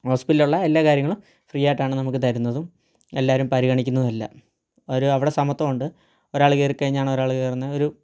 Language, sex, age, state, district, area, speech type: Malayalam, male, 18-30, Kerala, Kottayam, rural, spontaneous